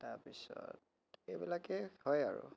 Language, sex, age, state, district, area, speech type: Assamese, male, 30-45, Assam, Biswanath, rural, spontaneous